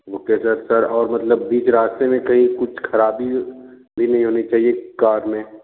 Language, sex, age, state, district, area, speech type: Hindi, male, 18-30, Uttar Pradesh, Sonbhadra, rural, conversation